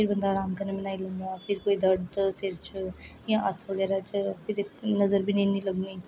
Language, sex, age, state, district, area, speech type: Dogri, female, 18-30, Jammu and Kashmir, Jammu, urban, spontaneous